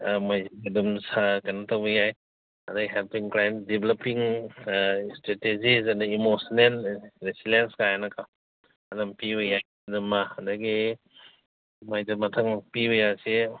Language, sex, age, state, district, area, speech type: Manipuri, male, 60+, Manipur, Kangpokpi, urban, conversation